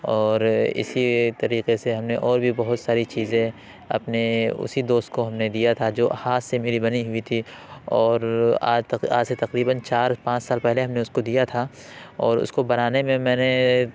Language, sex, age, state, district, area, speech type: Urdu, male, 30-45, Uttar Pradesh, Lucknow, urban, spontaneous